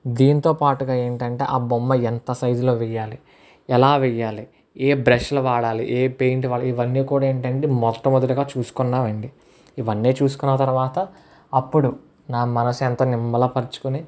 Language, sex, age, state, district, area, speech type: Telugu, male, 18-30, Andhra Pradesh, Kakinada, rural, spontaneous